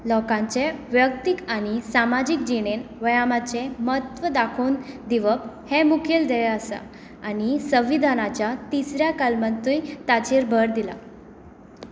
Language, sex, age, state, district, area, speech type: Goan Konkani, female, 18-30, Goa, Tiswadi, rural, read